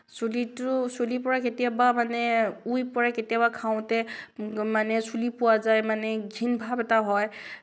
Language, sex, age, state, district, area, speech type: Assamese, female, 30-45, Assam, Nagaon, rural, spontaneous